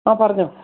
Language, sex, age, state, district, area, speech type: Malayalam, female, 60+, Kerala, Idukki, rural, conversation